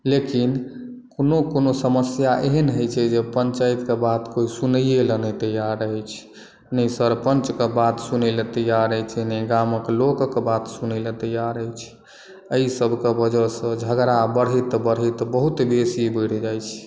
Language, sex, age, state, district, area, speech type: Maithili, male, 18-30, Bihar, Madhubani, rural, spontaneous